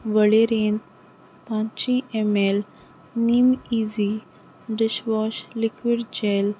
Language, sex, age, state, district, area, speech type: Goan Konkani, female, 18-30, Goa, Salcete, rural, read